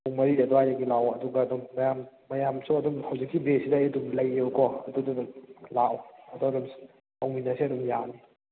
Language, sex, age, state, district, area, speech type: Manipuri, male, 18-30, Manipur, Kakching, rural, conversation